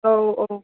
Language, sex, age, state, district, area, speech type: Bodo, female, 60+, Assam, Kokrajhar, rural, conversation